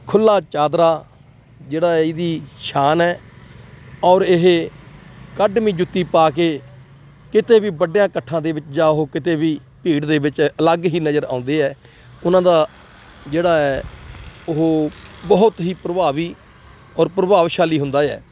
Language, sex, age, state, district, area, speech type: Punjabi, male, 60+, Punjab, Rupnagar, rural, spontaneous